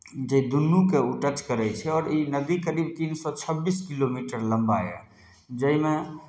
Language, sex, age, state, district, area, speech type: Maithili, male, 30-45, Bihar, Samastipur, urban, spontaneous